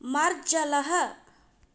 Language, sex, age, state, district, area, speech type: Sanskrit, female, 18-30, Odisha, Puri, rural, read